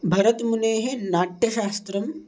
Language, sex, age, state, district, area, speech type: Sanskrit, male, 18-30, Maharashtra, Buldhana, urban, spontaneous